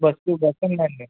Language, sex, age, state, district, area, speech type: Telugu, male, 60+, Andhra Pradesh, Kakinada, rural, conversation